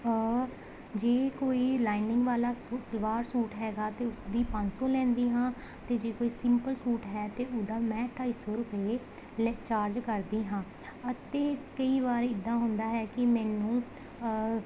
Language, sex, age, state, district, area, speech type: Punjabi, female, 18-30, Punjab, Pathankot, rural, spontaneous